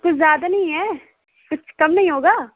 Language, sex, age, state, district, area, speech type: Urdu, female, 18-30, Uttar Pradesh, Balrampur, rural, conversation